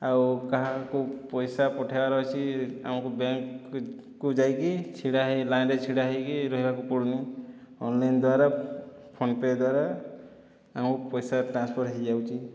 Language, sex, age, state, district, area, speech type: Odia, male, 30-45, Odisha, Boudh, rural, spontaneous